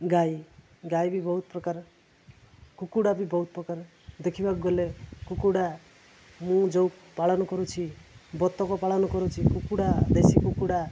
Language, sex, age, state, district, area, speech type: Odia, male, 18-30, Odisha, Nabarangpur, urban, spontaneous